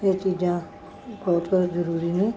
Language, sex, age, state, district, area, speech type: Punjabi, female, 60+, Punjab, Bathinda, urban, spontaneous